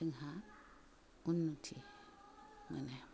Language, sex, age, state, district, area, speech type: Bodo, female, 60+, Assam, Kokrajhar, urban, spontaneous